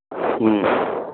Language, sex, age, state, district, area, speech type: Gujarati, male, 18-30, Gujarat, Ahmedabad, urban, conversation